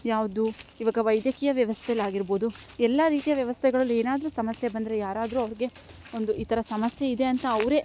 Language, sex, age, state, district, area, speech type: Kannada, female, 18-30, Karnataka, Chikkamagaluru, rural, spontaneous